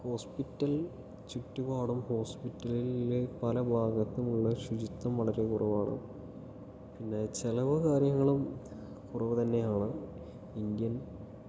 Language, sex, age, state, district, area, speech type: Malayalam, male, 18-30, Kerala, Palakkad, rural, spontaneous